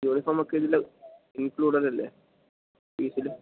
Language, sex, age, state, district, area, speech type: Malayalam, male, 18-30, Kerala, Palakkad, rural, conversation